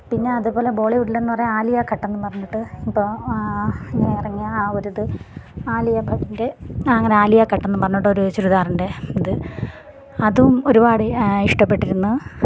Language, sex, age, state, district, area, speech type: Malayalam, female, 30-45, Kerala, Thiruvananthapuram, rural, spontaneous